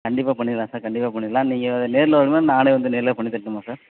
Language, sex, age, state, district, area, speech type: Tamil, male, 30-45, Tamil Nadu, Madurai, urban, conversation